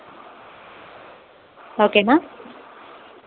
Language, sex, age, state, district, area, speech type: Telugu, female, 30-45, Telangana, Karimnagar, rural, conversation